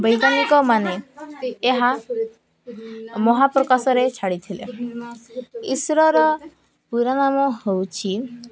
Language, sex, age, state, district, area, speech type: Odia, female, 18-30, Odisha, Koraput, urban, spontaneous